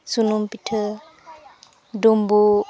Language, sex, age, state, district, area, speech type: Santali, female, 18-30, West Bengal, Malda, rural, spontaneous